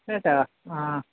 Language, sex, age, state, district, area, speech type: Malayalam, female, 45-60, Kerala, Kottayam, urban, conversation